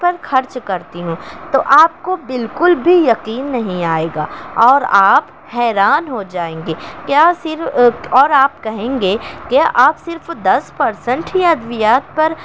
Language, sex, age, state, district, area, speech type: Urdu, female, 18-30, Maharashtra, Nashik, rural, spontaneous